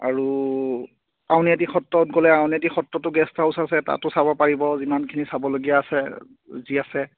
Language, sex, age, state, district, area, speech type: Assamese, male, 30-45, Assam, Majuli, urban, conversation